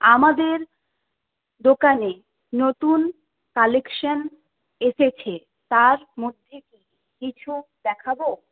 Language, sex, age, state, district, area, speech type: Bengali, female, 60+, West Bengal, Paschim Bardhaman, urban, conversation